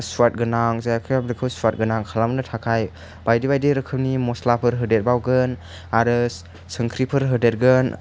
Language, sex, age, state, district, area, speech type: Bodo, male, 60+, Assam, Chirang, urban, spontaneous